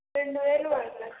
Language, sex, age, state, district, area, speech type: Telugu, female, 45-60, Andhra Pradesh, Srikakulam, rural, conversation